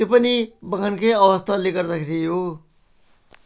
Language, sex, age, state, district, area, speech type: Nepali, male, 60+, West Bengal, Jalpaiguri, rural, spontaneous